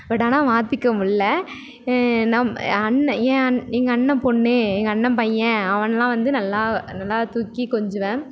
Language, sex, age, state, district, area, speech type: Tamil, female, 18-30, Tamil Nadu, Thanjavur, rural, spontaneous